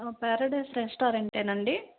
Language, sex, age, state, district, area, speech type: Telugu, female, 30-45, Andhra Pradesh, Palnadu, rural, conversation